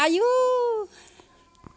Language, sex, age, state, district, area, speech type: Bodo, female, 45-60, Assam, Kokrajhar, urban, read